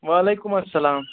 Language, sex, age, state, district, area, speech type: Kashmiri, male, 18-30, Jammu and Kashmir, Budgam, rural, conversation